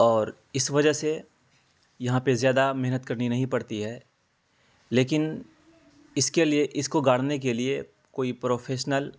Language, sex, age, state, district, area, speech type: Urdu, male, 18-30, Bihar, Araria, rural, spontaneous